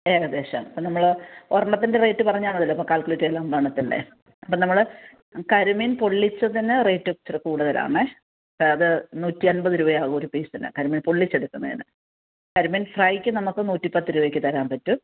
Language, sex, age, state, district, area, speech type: Malayalam, female, 45-60, Kerala, Alappuzha, rural, conversation